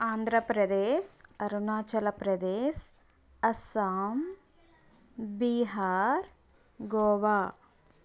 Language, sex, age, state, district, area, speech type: Telugu, female, 30-45, Andhra Pradesh, Konaseema, rural, spontaneous